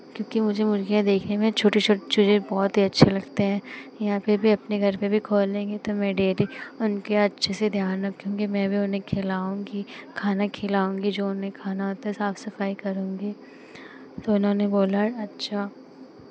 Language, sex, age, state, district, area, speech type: Hindi, female, 18-30, Uttar Pradesh, Pratapgarh, urban, spontaneous